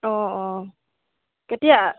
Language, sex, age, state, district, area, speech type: Assamese, female, 30-45, Assam, Sivasagar, rural, conversation